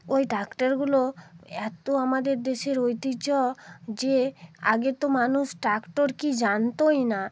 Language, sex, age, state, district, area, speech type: Bengali, female, 45-60, West Bengal, North 24 Parganas, rural, spontaneous